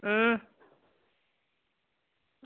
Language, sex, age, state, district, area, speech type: Dogri, female, 18-30, Jammu and Kashmir, Udhampur, rural, conversation